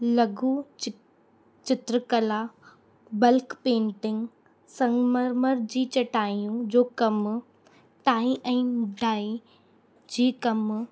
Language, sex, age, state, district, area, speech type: Sindhi, female, 18-30, Rajasthan, Ajmer, urban, spontaneous